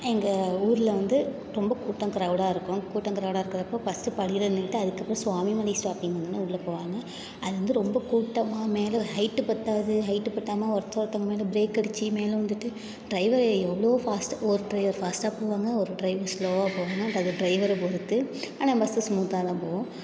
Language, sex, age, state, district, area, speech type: Tamil, female, 18-30, Tamil Nadu, Thanjavur, urban, spontaneous